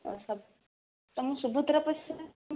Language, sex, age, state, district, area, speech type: Odia, female, 45-60, Odisha, Gajapati, rural, conversation